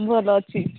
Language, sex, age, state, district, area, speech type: Odia, female, 30-45, Odisha, Sambalpur, rural, conversation